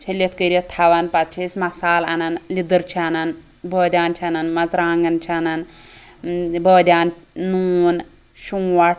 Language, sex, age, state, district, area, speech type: Kashmiri, female, 18-30, Jammu and Kashmir, Anantnag, rural, spontaneous